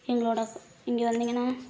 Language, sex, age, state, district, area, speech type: Tamil, female, 18-30, Tamil Nadu, Kallakurichi, rural, spontaneous